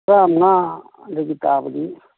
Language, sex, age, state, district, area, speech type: Manipuri, male, 60+, Manipur, Imphal East, urban, conversation